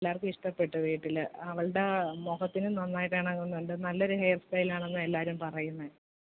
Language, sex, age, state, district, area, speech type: Malayalam, female, 30-45, Kerala, Alappuzha, rural, conversation